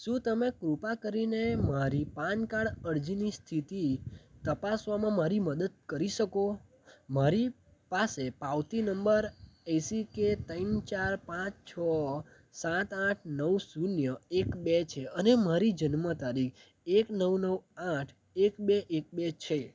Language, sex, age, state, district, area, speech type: Gujarati, male, 18-30, Gujarat, Anand, rural, read